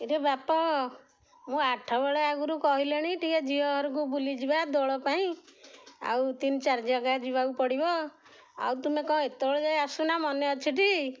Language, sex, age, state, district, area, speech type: Odia, female, 60+, Odisha, Jagatsinghpur, rural, spontaneous